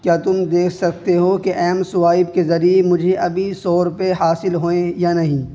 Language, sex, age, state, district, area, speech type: Urdu, male, 18-30, Uttar Pradesh, Saharanpur, urban, read